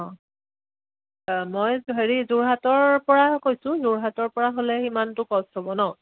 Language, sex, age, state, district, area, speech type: Assamese, female, 30-45, Assam, Jorhat, urban, conversation